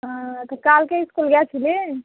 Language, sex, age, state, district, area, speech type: Bengali, female, 18-30, West Bengal, Murshidabad, rural, conversation